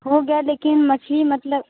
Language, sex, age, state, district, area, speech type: Hindi, female, 45-60, Uttar Pradesh, Sonbhadra, rural, conversation